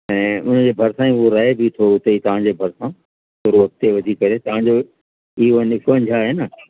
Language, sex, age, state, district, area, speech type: Sindhi, male, 60+, Uttar Pradesh, Lucknow, urban, conversation